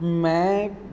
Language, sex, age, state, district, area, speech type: Punjabi, male, 30-45, Punjab, Bathinda, rural, spontaneous